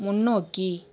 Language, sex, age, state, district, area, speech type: Tamil, female, 18-30, Tamil Nadu, Tiruchirappalli, rural, read